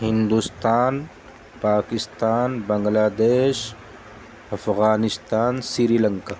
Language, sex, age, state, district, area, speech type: Urdu, male, 30-45, Delhi, Central Delhi, urban, spontaneous